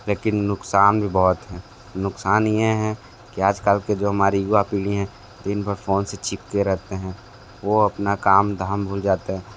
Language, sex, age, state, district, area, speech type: Hindi, male, 30-45, Uttar Pradesh, Sonbhadra, rural, spontaneous